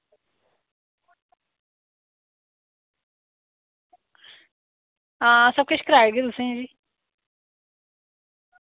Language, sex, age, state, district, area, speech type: Dogri, female, 18-30, Jammu and Kashmir, Samba, rural, conversation